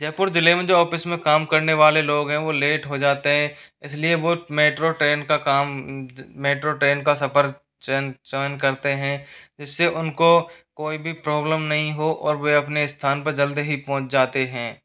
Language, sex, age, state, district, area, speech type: Hindi, male, 45-60, Rajasthan, Jaipur, urban, spontaneous